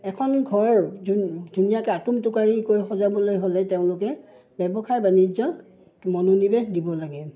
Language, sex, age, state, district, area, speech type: Assamese, female, 45-60, Assam, Udalguri, rural, spontaneous